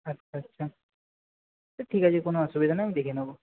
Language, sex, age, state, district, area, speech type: Bengali, male, 18-30, West Bengal, Nadia, rural, conversation